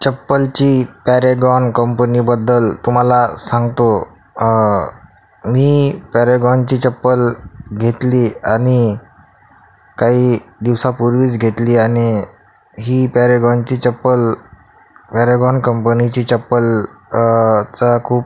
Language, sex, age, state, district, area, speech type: Marathi, male, 30-45, Maharashtra, Akola, urban, spontaneous